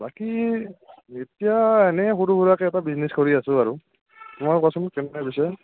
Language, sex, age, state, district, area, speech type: Assamese, male, 45-60, Assam, Morigaon, rural, conversation